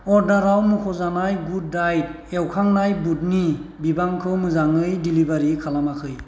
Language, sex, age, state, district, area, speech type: Bodo, male, 45-60, Assam, Chirang, rural, read